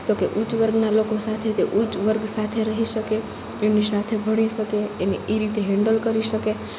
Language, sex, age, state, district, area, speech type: Gujarati, female, 18-30, Gujarat, Rajkot, rural, spontaneous